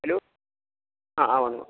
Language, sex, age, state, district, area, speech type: Malayalam, male, 45-60, Kerala, Kottayam, rural, conversation